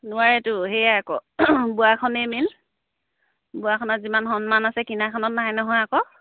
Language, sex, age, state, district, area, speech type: Assamese, female, 30-45, Assam, Sivasagar, rural, conversation